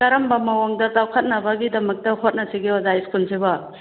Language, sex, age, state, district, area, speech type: Manipuri, female, 45-60, Manipur, Churachandpur, rural, conversation